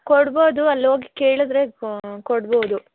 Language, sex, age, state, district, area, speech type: Kannada, female, 18-30, Karnataka, Chikkaballapur, rural, conversation